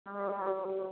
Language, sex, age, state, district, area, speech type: Hindi, female, 30-45, Bihar, Samastipur, rural, conversation